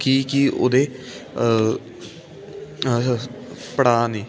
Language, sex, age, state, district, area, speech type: Punjabi, male, 18-30, Punjab, Ludhiana, urban, spontaneous